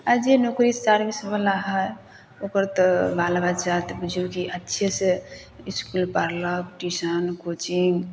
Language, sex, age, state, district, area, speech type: Maithili, female, 30-45, Bihar, Samastipur, rural, spontaneous